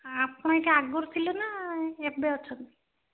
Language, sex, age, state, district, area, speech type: Odia, female, 60+, Odisha, Jharsuguda, rural, conversation